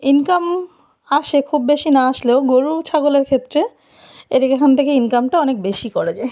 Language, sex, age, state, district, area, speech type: Bengali, female, 45-60, West Bengal, South 24 Parganas, rural, spontaneous